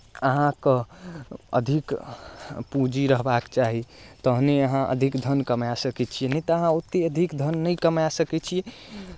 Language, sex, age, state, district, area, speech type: Maithili, male, 18-30, Bihar, Darbhanga, rural, spontaneous